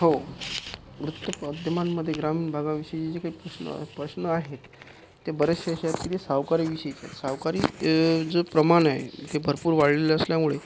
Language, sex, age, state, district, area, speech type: Marathi, male, 45-60, Maharashtra, Akola, rural, spontaneous